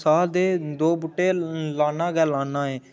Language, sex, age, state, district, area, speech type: Dogri, male, 18-30, Jammu and Kashmir, Udhampur, rural, spontaneous